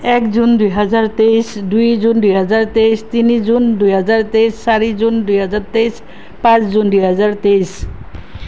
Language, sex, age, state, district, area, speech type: Assamese, female, 45-60, Assam, Nalbari, rural, spontaneous